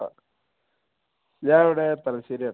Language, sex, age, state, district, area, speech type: Malayalam, male, 18-30, Kerala, Kozhikode, urban, conversation